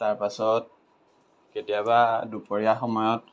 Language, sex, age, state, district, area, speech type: Assamese, male, 18-30, Assam, Lakhimpur, rural, spontaneous